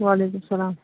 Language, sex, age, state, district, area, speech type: Kashmiri, female, 30-45, Jammu and Kashmir, Bandipora, rural, conversation